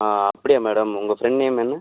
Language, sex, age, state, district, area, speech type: Tamil, male, 30-45, Tamil Nadu, Viluppuram, urban, conversation